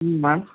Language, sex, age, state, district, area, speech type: Tamil, male, 18-30, Tamil Nadu, Tiruvarur, rural, conversation